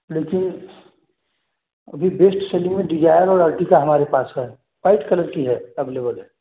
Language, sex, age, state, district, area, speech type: Hindi, male, 30-45, Uttar Pradesh, Chandauli, rural, conversation